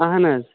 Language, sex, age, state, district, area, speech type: Kashmiri, male, 18-30, Jammu and Kashmir, Kulgam, urban, conversation